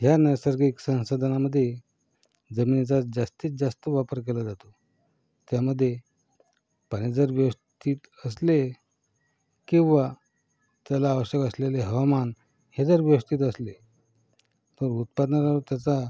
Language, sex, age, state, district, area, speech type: Marathi, male, 45-60, Maharashtra, Yavatmal, rural, spontaneous